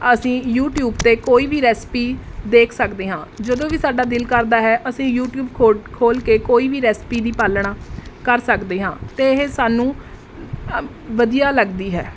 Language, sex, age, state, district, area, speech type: Punjabi, female, 30-45, Punjab, Mohali, rural, spontaneous